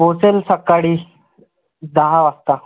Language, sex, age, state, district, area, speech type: Marathi, male, 18-30, Maharashtra, Yavatmal, rural, conversation